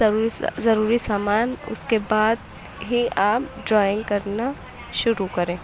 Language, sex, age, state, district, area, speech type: Urdu, female, 18-30, Uttar Pradesh, Mau, urban, spontaneous